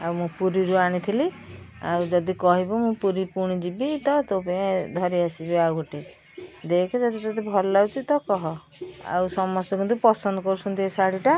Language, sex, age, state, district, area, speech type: Odia, female, 45-60, Odisha, Puri, urban, spontaneous